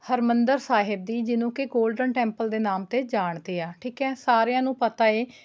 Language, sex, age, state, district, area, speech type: Punjabi, female, 30-45, Punjab, Rupnagar, urban, spontaneous